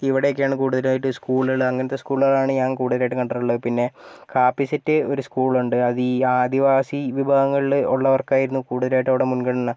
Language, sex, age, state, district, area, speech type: Malayalam, male, 30-45, Kerala, Wayanad, rural, spontaneous